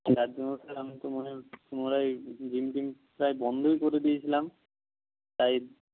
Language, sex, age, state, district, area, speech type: Bengali, male, 60+, West Bengal, Purba Medinipur, rural, conversation